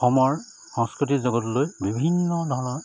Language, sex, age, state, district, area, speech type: Assamese, male, 45-60, Assam, Charaideo, urban, spontaneous